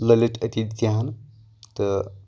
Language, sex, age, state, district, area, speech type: Kashmiri, male, 18-30, Jammu and Kashmir, Anantnag, urban, spontaneous